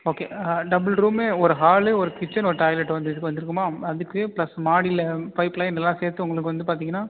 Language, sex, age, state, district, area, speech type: Tamil, male, 30-45, Tamil Nadu, Tiruchirappalli, rural, conversation